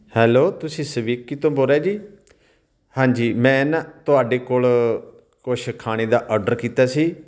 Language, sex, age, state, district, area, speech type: Punjabi, male, 45-60, Punjab, Tarn Taran, rural, spontaneous